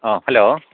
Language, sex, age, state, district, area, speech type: Manipuri, male, 30-45, Manipur, Ukhrul, rural, conversation